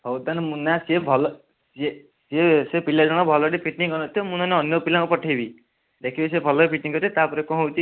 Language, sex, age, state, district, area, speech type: Odia, male, 18-30, Odisha, Kendujhar, urban, conversation